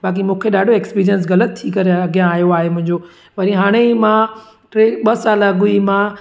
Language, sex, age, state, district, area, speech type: Sindhi, female, 30-45, Gujarat, Surat, urban, spontaneous